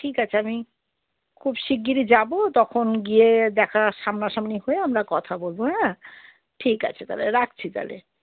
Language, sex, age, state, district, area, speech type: Bengali, female, 45-60, West Bengal, Darjeeling, rural, conversation